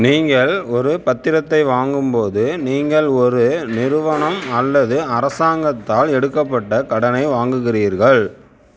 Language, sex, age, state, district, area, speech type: Tamil, male, 60+, Tamil Nadu, Sivaganga, urban, read